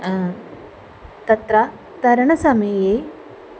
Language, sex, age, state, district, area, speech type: Sanskrit, female, 18-30, Kerala, Thrissur, rural, spontaneous